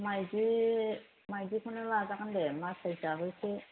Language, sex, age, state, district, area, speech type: Bodo, female, 30-45, Assam, Kokrajhar, rural, conversation